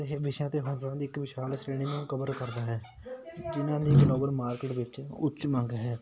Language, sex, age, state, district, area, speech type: Punjabi, male, 18-30, Punjab, Patiala, urban, spontaneous